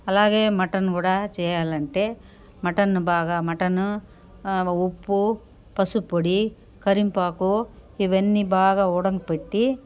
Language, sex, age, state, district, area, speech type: Telugu, female, 60+, Andhra Pradesh, Sri Balaji, urban, spontaneous